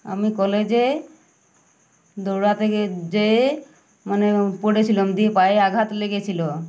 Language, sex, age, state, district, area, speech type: Bengali, female, 18-30, West Bengal, Uttar Dinajpur, urban, spontaneous